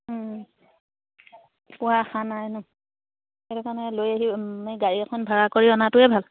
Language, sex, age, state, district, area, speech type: Assamese, female, 30-45, Assam, Charaideo, rural, conversation